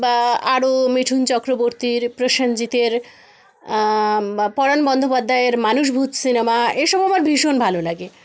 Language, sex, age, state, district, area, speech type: Bengali, female, 30-45, West Bengal, Jalpaiguri, rural, spontaneous